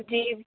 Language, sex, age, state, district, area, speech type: Urdu, female, 18-30, Delhi, Central Delhi, urban, conversation